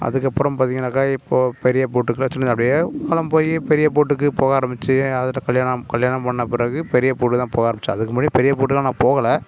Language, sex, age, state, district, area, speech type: Tamil, male, 30-45, Tamil Nadu, Nagapattinam, rural, spontaneous